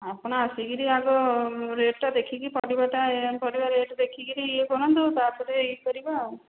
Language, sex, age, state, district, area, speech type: Odia, female, 45-60, Odisha, Khordha, rural, conversation